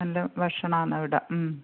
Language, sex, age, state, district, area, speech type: Malayalam, female, 45-60, Kerala, Kannur, rural, conversation